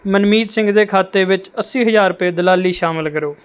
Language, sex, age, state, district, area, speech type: Punjabi, male, 18-30, Punjab, Mohali, rural, read